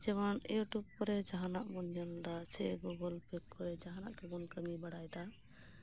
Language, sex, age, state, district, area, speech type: Santali, female, 30-45, West Bengal, Birbhum, rural, spontaneous